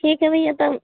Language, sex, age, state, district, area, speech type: Hindi, female, 18-30, Uttar Pradesh, Mirzapur, rural, conversation